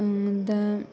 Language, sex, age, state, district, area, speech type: Bodo, female, 18-30, Assam, Kokrajhar, rural, spontaneous